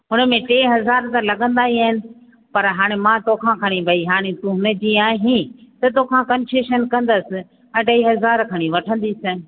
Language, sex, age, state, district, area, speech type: Sindhi, female, 45-60, Rajasthan, Ajmer, urban, conversation